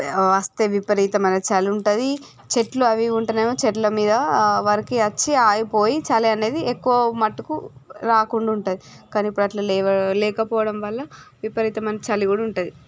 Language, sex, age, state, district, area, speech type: Telugu, female, 18-30, Andhra Pradesh, Srikakulam, urban, spontaneous